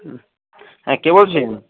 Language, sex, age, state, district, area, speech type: Bengali, male, 45-60, West Bengal, Dakshin Dinajpur, rural, conversation